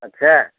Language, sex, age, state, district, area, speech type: Hindi, male, 60+, Uttar Pradesh, Jaunpur, rural, conversation